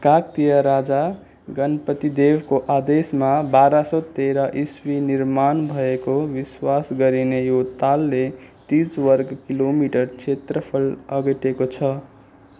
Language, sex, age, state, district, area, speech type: Nepali, male, 18-30, West Bengal, Darjeeling, rural, read